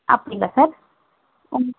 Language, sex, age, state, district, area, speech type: Tamil, female, 18-30, Tamil Nadu, Tenkasi, rural, conversation